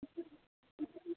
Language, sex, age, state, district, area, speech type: Malayalam, female, 18-30, Kerala, Kasaragod, rural, conversation